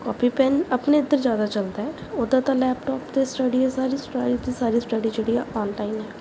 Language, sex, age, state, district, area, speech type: Punjabi, female, 18-30, Punjab, Gurdaspur, urban, spontaneous